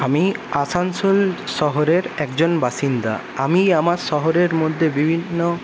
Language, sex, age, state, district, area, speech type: Bengali, male, 30-45, West Bengal, Paschim Bardhaman, urban, spontaneous